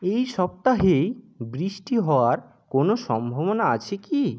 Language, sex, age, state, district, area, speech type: Bengali, male, 30-45, West Bengal, Jhargram, rural, read